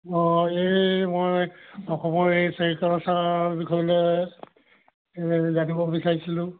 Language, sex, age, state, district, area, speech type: Assamese, male, 60+, Assam, Charaideo, urban, conversation